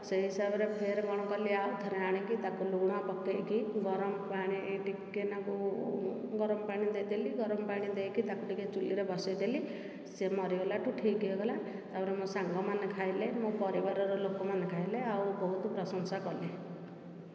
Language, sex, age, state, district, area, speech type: Odia, female, 45-60, Odisha, Dhenkanal, rural, spontaneous